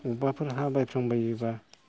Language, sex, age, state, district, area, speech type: Bodo, male, 45-60, Assam, Chirang, rural, spontaneous